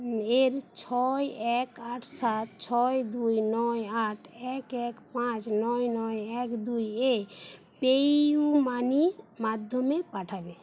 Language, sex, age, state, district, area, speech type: Bengali, female, 30-45, West Bengal, Paschim Medinipur, rural, read